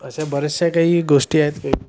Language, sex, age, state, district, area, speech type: Marathi, male, 30-45, Maharashtra, Nagpur, urban, spontaneous